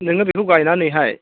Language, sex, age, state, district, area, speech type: Bodo, male, 45-60, Assam, Chirang, rural, conversation